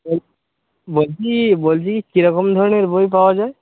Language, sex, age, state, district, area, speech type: Bengali, male, 18-30, West Bengal, Uttar Dinajpur, urban, conversation